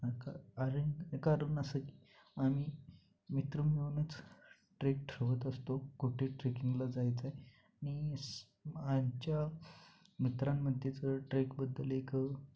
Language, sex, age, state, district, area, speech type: Marathi, male, 18-30, Maharashtra, Sangli, urban, spontaneous